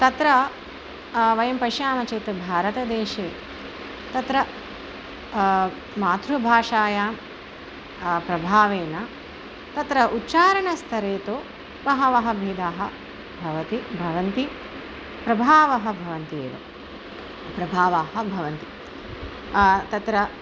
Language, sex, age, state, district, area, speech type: Sanskrit, female, 45-60, Tamil Nadu, Chennai, urban, spontaneous